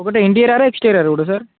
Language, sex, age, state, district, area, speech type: Telugu, male, 18-30, Telangana, Bhadradri Kothagudem, urban, conversation